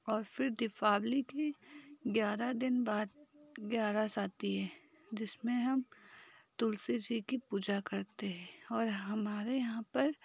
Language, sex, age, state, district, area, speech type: Hindi, female, 30-45, Madhya Pradesh, Betul, rural, spontaneous